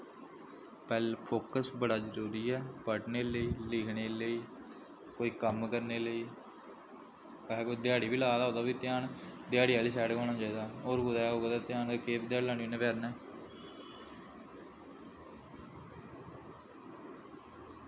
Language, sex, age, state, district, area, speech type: Dogri, male, 18-30, Jammu and Kashmir, Jammu, rural, spontaneous